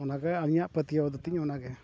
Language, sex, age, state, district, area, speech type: Santali, male, 60+, Odisha, Mayurbhanj, rural, spontaneous